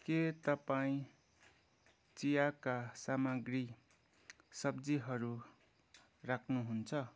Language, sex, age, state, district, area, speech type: Nepali, male, 18-30, West Bengal, Kalimpong, rural, read